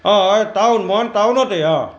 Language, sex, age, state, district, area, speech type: Assamese, male, 45-60, Assam, Charaideo, urban, spontaneous